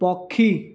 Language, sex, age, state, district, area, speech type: Odia, male, 18-30, Odisha, Jajpur, rural, read